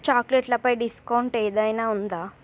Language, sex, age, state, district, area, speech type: Telugu, female, 45-60, Andhra Pradesh, Srikakulam, urban, read